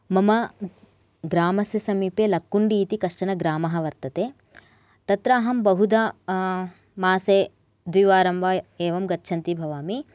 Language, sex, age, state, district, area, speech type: Sanskrit, female, 18-30, Karnataka, Gadag, urban, spontaneous